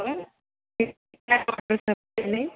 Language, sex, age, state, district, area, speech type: Telugu, female, 18-30, Andhra Pradesh, Krishna, rural, conversation